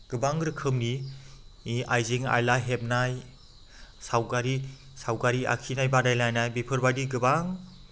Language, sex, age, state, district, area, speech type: Bodo, male, 30-45, Assam, Chirang, rural, spontaneous